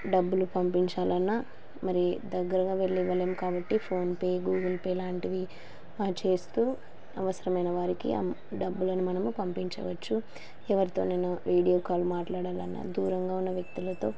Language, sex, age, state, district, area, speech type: Telugu, female, 30-45, Andhra Pradesh, Kurnool, rural, spontaneous